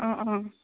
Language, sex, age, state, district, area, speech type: Assamese, female, 18-30, Assam, Sivasagar, rural, conversation